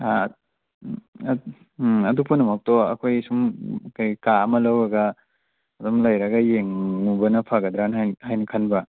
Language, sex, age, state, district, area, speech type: Manipuri, male, 30-45, Manipur, Churachandpur, rural, conversation